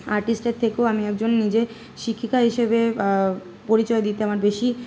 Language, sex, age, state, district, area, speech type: Bengali, female, 18-30, West Bengal, Kolkata, urban, spontaneous